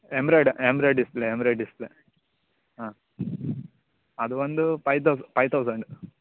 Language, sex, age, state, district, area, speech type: Kannada, male, 18-30, Karnataka, Uttara Kannada, rural, conversation